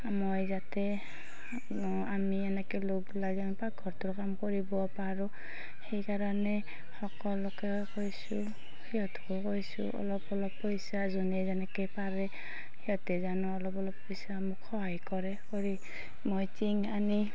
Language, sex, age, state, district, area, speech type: Assamese, female, 30-45, Assam, Darrang, rural, spontaneous